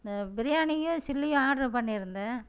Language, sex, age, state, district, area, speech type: Tamil, female, 60+, Tamil Nadu, Erode, rural, spontaneous